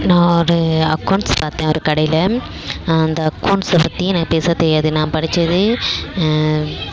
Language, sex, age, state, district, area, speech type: Tamil, female, 18-30, Tamil Nadu, Dharmapuri, rural, spontaneous